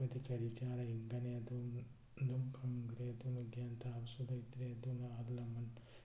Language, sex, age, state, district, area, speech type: Manipuri, male, 18-30, Manipur, Tengnoupal, rural, spontaneous